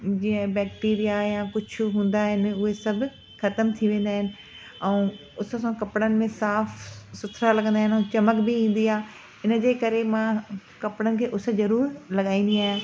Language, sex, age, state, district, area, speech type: Sindhi, female, 30-45, Delhi, South Delhi, urban, spontaneous